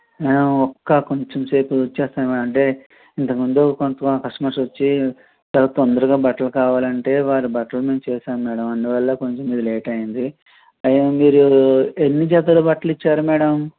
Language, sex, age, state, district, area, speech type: Telugu, male, 45-60, Andhra Pradesh, Konaseema, rural, conversation